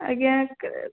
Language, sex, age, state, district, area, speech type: Odia, female, 18-30, Odisha, Puri, urban, conversation